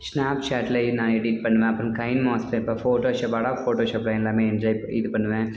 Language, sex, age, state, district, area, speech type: Tamil, male, 18-30, Tamil Nadu, Dharmapuri, rural, spontaneous